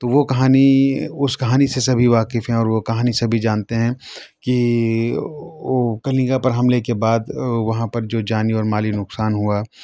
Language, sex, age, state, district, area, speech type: Urdu, male, 30-45, Delhi, South Delhi, urban, spontaneous